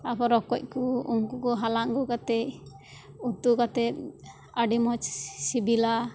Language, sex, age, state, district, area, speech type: Santali, female, 18-30, West Bengal, Birbhum, rural, spontaneous